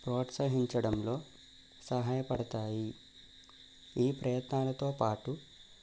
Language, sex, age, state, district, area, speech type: Telugu, male, 18-30, Andhra Pradesh, Eluru, urban, spontaneous